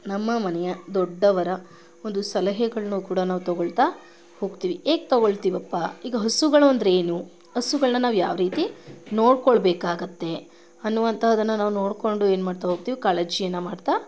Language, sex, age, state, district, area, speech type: Kannada, female, 30-45, Karnataka, Mandya, rural, spontaneous